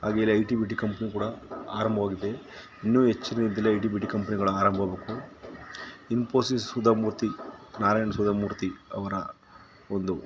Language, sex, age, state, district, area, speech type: Kannada, male, 30-45, Karnataka, Mysore, urban, spontaneous